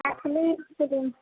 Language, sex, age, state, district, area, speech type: Maithili, female, 18-30, Bihar, Sitamarhi, rural, conversation